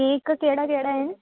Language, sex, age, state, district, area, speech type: Sindhi, female, 18-30, Madhya Pradesh, Katni, rural, conversation